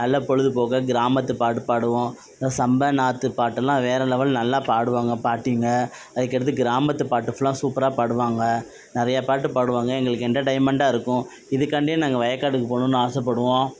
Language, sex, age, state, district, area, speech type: Tamil, male, 30-45, Tamil Nadu, Perambalur, rural, spontaneous